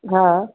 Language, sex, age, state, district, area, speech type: Sindhi, female, 30-45, Uttar Pradesh, Lucknow, urban, conversation